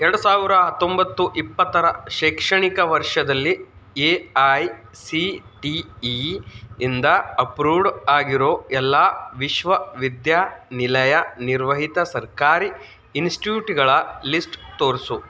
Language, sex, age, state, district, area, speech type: Kannada, male, 18-30, Karnataka, Bidar, urban, read